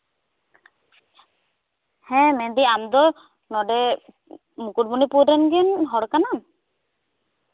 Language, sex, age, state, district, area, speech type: Santali, female, 18-30, West Bengal, Bankura, rural, conversation